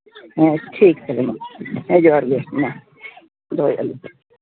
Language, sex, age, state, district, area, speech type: Santali, male, 30-45, Jharkhand, East Singhbhum, rural, conversation